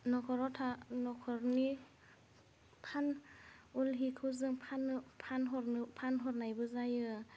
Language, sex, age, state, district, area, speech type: Bodo, female, 18-30, Assam, Udalguri, rural, spontaneous